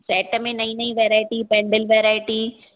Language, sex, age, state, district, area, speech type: Sindhi, female, 30-45, Maharashtra, Thane, urban, conversation